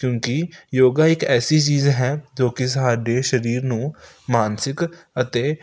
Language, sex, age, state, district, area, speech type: Punjabi, male, 18-30, Punjab, Hoshiarpur, urban, spontaneous